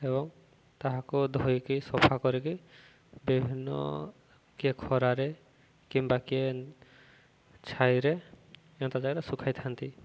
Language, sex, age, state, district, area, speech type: Odia, male, 18-30, Odisha, Subarnapur, urban, spontaneous